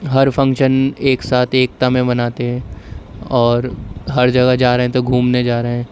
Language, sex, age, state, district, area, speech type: Urdu, male, 30-45, Delhi, Central Delhi, urban, spontaneous